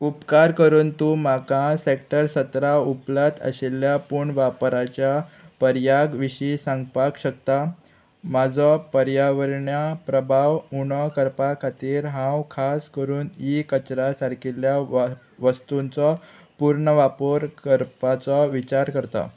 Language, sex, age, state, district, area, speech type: Goan Konkani, male, 18-30, Goa, Murmgao, urban, read